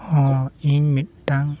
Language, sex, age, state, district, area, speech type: Santali, male, 45-60, Odisha, Mayurbhanj, rural, spontaneous